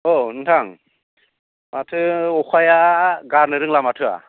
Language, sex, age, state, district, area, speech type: Bodo, male, 45-60, Assam, Baksa, urban, conversation